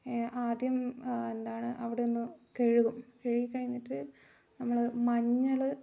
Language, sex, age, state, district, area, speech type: Malayalam, female, 18-30, Kerala, Wayanad, rural, spontaneous